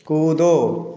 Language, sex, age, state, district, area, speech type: Hindi, male, 45-60, Bihar, Samastipur, urban, read